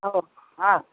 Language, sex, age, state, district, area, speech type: Marathi, female, 45-60, Maharashtra, Thane, rural, conversation